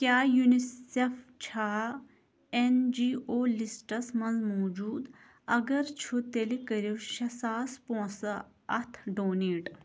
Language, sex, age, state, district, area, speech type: Kashmiri, female, 30-45, Jammu and Kashmir, Shopian, rural, read